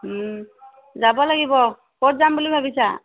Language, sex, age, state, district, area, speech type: Assamese, female, 30-45, Assam, Sivasagar, rural, conversation